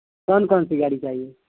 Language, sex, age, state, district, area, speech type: Urdu, male, 18-30, Bihar, Purnia, rural, conversation